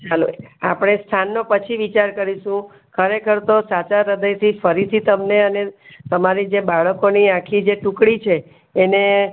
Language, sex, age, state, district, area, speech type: Gujarati, female, 45-60, Gujarat, Surat, urban, conversation